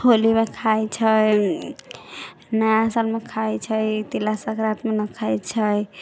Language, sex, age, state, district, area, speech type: Maithili, female, 18-30, Bihar, Sitamarhi, rural, spontaneous